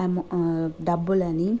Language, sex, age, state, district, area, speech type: Telugu, female, 30-45, Telangana, Medchal, urban, spontaneous